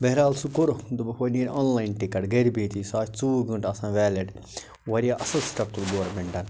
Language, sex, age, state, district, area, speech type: Kashmiri, male, 60+, Jammu and Kashmir, Baramulla, rural, spontaneous